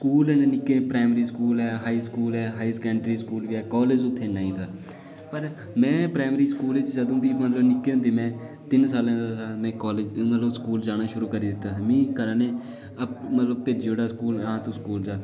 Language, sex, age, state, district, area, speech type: Dogri, male, 18-30, Jammu and Kashmir, Udhampur, rural, spontaneous